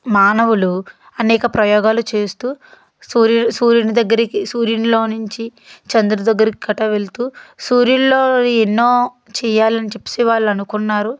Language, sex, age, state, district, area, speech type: Telugu, female, 30-45, Andhra Pradesh, Guntur, urban, spontaneous